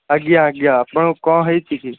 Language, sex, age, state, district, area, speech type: Odia, male, 18-30, Odisha, Cuttack, urban, conversation